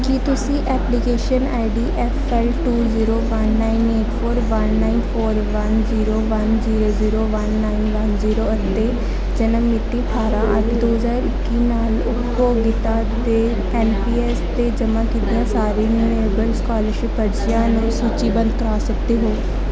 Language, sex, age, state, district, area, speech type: Punjabi, female, 18-30, Punjab, Gurdaspur, urban, read